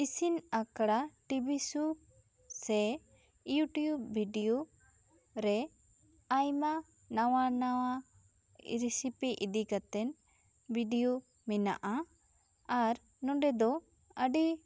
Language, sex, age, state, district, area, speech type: Santali, female, 18-30, West Bengal, Bankura, rural, spontaneous